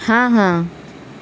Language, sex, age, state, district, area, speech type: Urdu, female, 30-45, Bihar, Gaya, urban, spontaneous